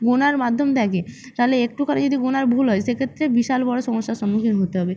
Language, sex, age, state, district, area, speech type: Bengali, female, 30-45, West Bengal, Purba Medinipur, rural, spontaneous